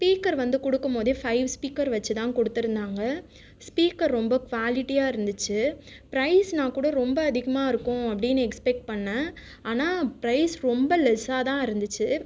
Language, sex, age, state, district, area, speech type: Tamil, female, 30-45, Tamil Nadu, Viluppuram, urban, spontaneous